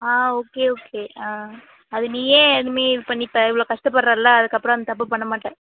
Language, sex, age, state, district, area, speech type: Tamil, female, 45-60, Tamil Nadu, Cuddalore, rural, conversation